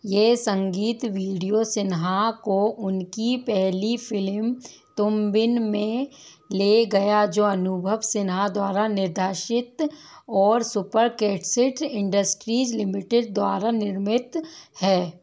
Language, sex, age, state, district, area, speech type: Hindi, female, 30-45, Madhya Pradesh, Bhopal, urban, read